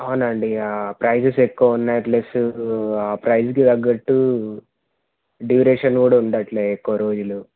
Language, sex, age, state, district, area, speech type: Telugu, male, 18-30, Telangana, Hanamkonda, urban, conversation